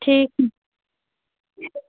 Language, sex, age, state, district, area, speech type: Hindi, female, 30-45, Uttar Pradesh, Bhadohi, rural, conversation